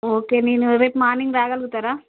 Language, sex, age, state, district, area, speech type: Telugu, female, 30-45, Telangana, Hanamkonda, rural, conversation